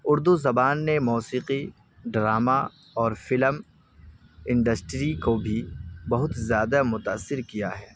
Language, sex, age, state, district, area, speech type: Urdu, male, 18-30, Delhi, North West Delhi, urban, spontaneous